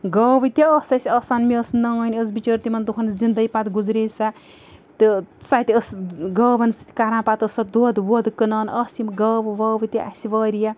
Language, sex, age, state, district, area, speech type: Kashmiri, female, 30-45, Jammu and Kashmir, Srinagar, urban, spontaneous